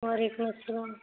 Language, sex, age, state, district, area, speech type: Urdu, female, 18-30, Bihar, Khagaria, urban, conversation